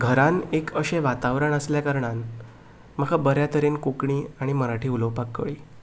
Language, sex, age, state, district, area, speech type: Goan Konkani, male, 18-30, Goa, Ponda, rural, spontaneous